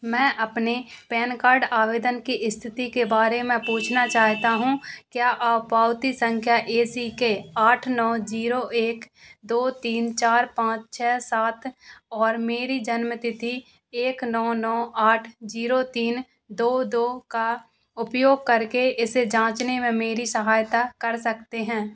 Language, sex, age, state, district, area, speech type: Hindi, female, 18-30, Madhya Pradesh, Narsinghpur, rural, read